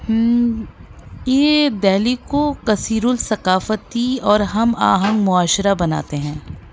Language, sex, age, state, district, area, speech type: Urdu, female, 18-30, Delhi, North East Delhi, urban, spontaneous